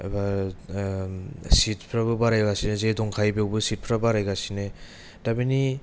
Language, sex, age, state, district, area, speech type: Bodo, male, 18-30, Assam, Kokrajhar, urban, spontaneous